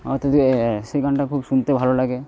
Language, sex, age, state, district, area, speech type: Bengali, male, 18-30, West Bengal, Purba Bardhaman, rural, spontaneous